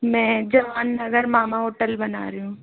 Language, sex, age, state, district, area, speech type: Hindi, female, 18-30, Rajasthan, Jaipur, rural, conversation